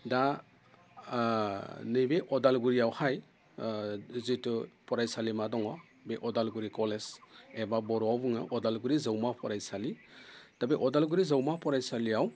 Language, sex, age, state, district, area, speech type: Bodo, male, 30-45, Assam, Udalguri, rural, spontaneous